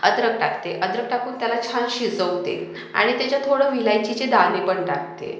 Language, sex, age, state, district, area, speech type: Marathi, female, 18-30, Maharashtra, Akola, urban, spontaneous